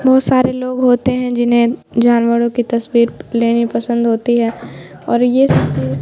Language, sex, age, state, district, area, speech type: Urdu, female, 18-30, Bihar, Khagaria, rural, spontaneous